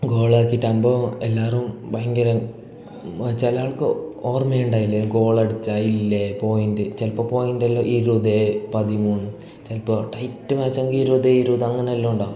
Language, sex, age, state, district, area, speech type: Malayalam, male, 18-30, Kerala, Kasaragod, urban, spontaneous